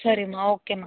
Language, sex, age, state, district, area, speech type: Tamil, female, 18-30, Tamil Nadu, Vellore, urban, conversation